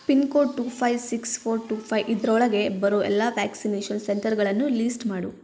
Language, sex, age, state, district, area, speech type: Kannada, female, 18-30, Karnataka, Davanagere, rural, read